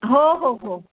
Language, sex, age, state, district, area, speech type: Marathi, female, 45-60, Maharashtra, Nanded, rural, conversation